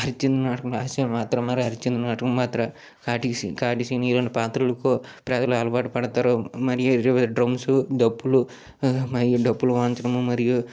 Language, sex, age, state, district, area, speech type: Telugu, male, 45-60, Andhra Pradesh, Srikakulam, urban, spontaneous